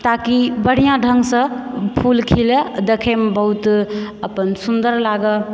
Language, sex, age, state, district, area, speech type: Maithili, female, 45-60, Bihar, Supaul, urban, spontaneous